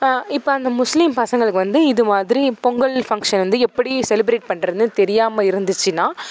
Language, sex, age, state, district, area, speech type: Tamil, female, 18-30, Tamil Nadu, Thanjavur, rural, spontaneous